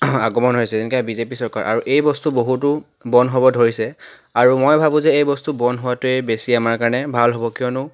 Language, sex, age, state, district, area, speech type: Assamese, male, 18-30, Assam, Charaideo, urban, spontaneous